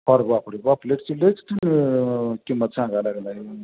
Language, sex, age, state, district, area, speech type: Marathi, male, 45-60, Maharashtra, Satara, urban, conversation